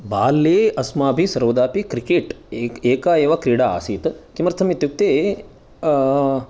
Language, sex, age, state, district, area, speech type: Sanskrit, male, 30-45, Karnataka, Chikkamagaluru, urban, spontaneous